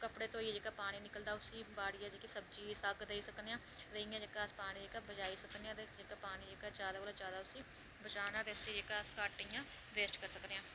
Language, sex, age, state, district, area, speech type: Dogri, female, 18-30, Jammu and Kashmir, Reasi, rural, spontaneous